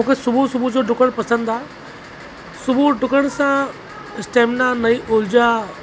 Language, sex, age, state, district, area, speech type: Sindhi, male, 30-45, Uttar Pradesh, Lucknow, rural, spontaneous